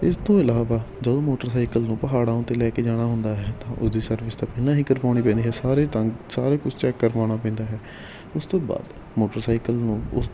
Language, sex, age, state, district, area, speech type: Punjabi, male, 45-60, Punjab, Patiala, urban, spontaneous